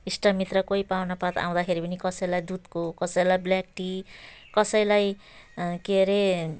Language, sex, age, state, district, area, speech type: Nepali, female, 45-60, West Bengal, Jalpaiguri, rural, spontaneous